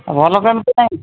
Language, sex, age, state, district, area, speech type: Odia, male, 45-60, Odisha, Sambalpur, rural, conversation